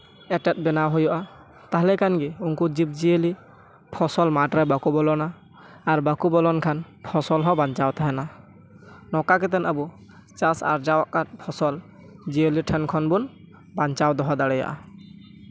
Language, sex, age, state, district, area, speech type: Santali, male, 18-30, West Bengal, Purba Bardhaman, rural, spontaneous